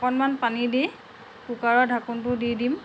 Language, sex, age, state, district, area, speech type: Assamese, female, 45-60, Assam, Lakhimpur, rural, spontaneous